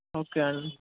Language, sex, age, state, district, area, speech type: Telugu, male, 18-30, Telangana, Sangareddy, urban, conversation